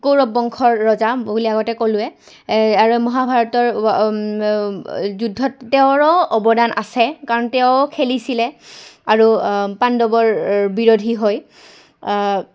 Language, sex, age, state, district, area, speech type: Assamese, female, 18-30, Assam, Goalpara, urban, spontaneous